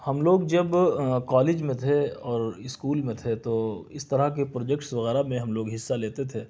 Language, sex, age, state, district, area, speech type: Urdu, male, 30-45, Delhi, South Delhi, urban, spontaneous